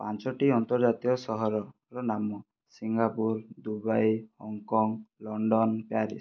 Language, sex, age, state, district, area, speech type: Odia, male, 30-45, Odisha, Kandhamal, rural, spontaneous